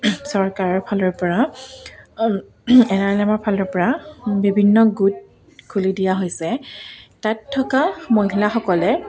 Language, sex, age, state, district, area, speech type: Assamese, female, 30-45, Assam, Dibrugarh, rural, spontaneous